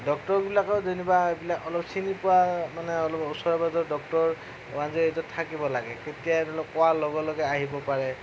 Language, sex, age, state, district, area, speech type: Assamese, male, 30-45, Assam, Darrang, rural, spontaneous